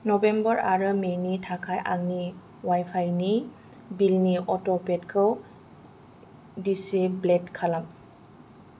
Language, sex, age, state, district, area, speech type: Bodo, female, 45-60, Assam, Kokrajhar, rural, read